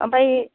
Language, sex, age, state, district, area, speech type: Bodo, female, 60+, Assam, Kokrajhar, urban, conversation